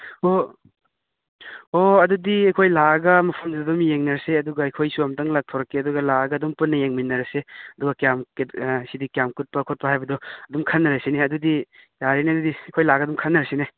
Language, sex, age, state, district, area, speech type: Manipuri, male, 18-30, Manipur, Churachandpur, rural, conversation